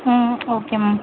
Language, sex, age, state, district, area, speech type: Tamil, female, 30-45, Tamil Nadu, Tiruvarur, urban, conversation